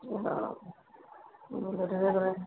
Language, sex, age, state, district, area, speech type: Odia, female, 45-60, Odisha, Angul, rural, conversation